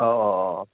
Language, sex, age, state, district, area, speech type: Bodo, male, 30-45, Assam, Baksa, urban, conversation